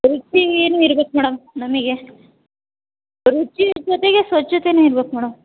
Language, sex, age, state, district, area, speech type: Kannada, female, 18-30, Karnataka, Chitradurga, urban, conversation